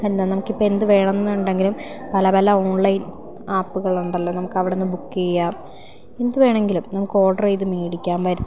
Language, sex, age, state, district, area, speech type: Malayalam, female, 18-30, Kerala, Idukki, rural, spontaneous